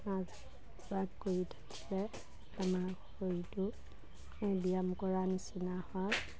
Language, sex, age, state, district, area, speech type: Assamese, female, 30-45, Assam, Nagaon, rural, spontaneous